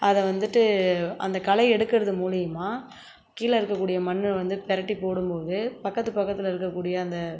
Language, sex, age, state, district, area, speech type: Tamil, female, 45-60, Tamil Nadu, Cuddalore, rural, spontaneous